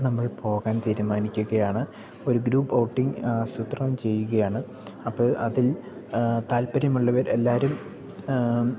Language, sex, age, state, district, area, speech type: Malayalam, male, 18-30, Kerala, Idukki, rural, spontaneous